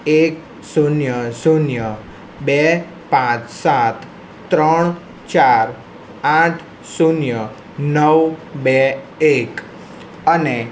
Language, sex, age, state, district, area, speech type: Gujarati, male, 30-45, Gujarat, Kheda, rural, spontaneous